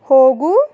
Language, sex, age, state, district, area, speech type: Kannada, female, 30-45, Karnataka, Mandya, rural, read